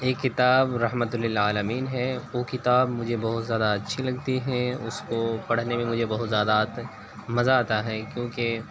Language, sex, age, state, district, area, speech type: Urdu, male, 18-30, Uttar Pradesh, Siddharthnagar, rural, spontaneous